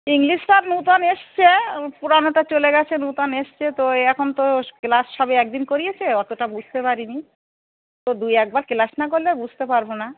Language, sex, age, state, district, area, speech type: Bengali, female, 45-60, West Bengal, Darjeeling, urban, conversation